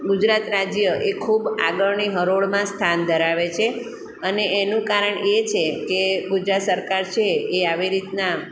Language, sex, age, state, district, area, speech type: Gujarati, female, 45-60, Gujarat, Surat, urban, spontaneous